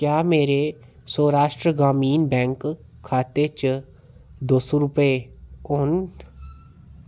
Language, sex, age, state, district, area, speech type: Dogri, male, 30-45, Jammu and Kashmir, Reasi, rural, read